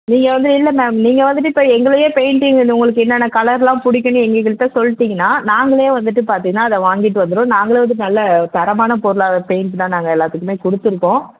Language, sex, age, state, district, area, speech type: Tamil, female, 45-60, Tamil Nadu, Kanchipuram, urban, conversation